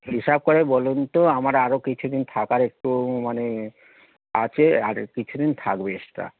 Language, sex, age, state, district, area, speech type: Bengali, male, 45-60, West Bengal, Hooghly, rural, conversation